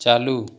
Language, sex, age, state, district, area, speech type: Hindi, male, 30-45, Uttar Pradesh, Chandauli, urban, read